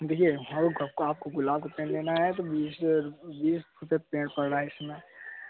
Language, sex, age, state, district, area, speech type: Hindi, male, 18-30, Uttar Pradesh, Prayagraj, urban, conversation